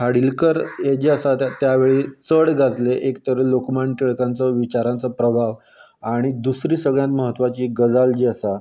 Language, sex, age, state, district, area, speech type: Goan Konkani, male, 30-45, Goa, Canacona, rural, spontaneous